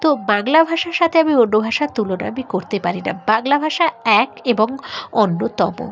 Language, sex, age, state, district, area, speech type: Bengali, female, 18-30, West Bengal, Dakshin Dinajpur, urban, spontaneous